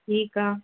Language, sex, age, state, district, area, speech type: Sindhi, female, 45-60, Delhi, South Delhi, urban, conversation